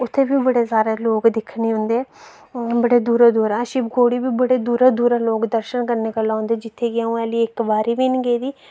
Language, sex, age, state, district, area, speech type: Dogri, female, 18-30, Jammu and Kashmir, Reasi, rural, spontaneous